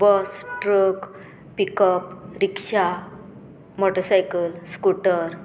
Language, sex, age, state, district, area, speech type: Goan Konkani, female, 45-60, Goa, Murmgao, rural, spontaneous